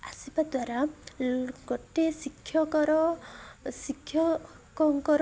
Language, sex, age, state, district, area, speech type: Odia, male, 18-30, Odisha, Koraput, urban, spontaneous